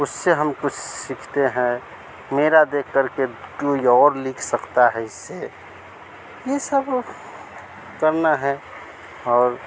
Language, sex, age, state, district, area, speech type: Hindi, male, 45-60, Bihar, Vaishali, urban, spontaneous